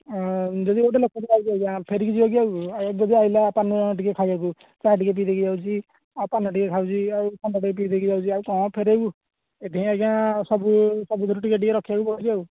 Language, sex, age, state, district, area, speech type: Odia, male, 18-30, Odisha, Nayagarh, rural, conversation